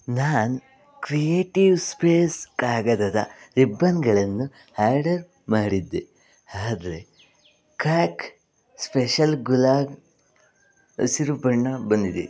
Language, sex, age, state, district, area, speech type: Kannada, male, 60+, Karnataka, Bangalore Rural, urban, read